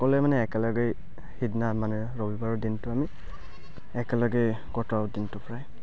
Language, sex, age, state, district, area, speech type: Assamese, male, 18-30, Assam, Barpeta, rural, spontaneous